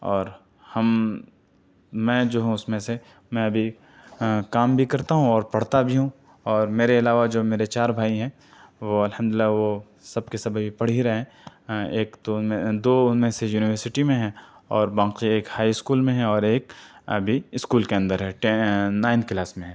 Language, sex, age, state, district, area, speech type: Urdu, male, 18-30, Delhi, Central Delhi, rural, spontaneous